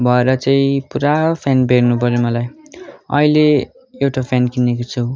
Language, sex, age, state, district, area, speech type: Nepali, male, 18-30, West Bengal, Darjeeling, rural, spontaneous